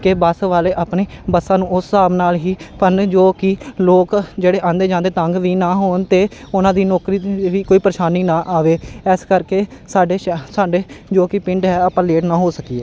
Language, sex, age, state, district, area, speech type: Punjabi, male, 30-45, Punjab, Amritsar, urban, spontaneous